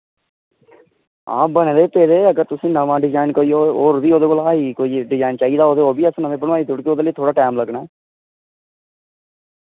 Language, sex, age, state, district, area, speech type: Dogri, male, 18-30, Jammu and Kashmir, Reasi, rural, conversation